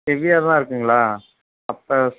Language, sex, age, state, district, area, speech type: Tamil, male, 45-60, Tamil Nadu, Ariyalur, rural, conversation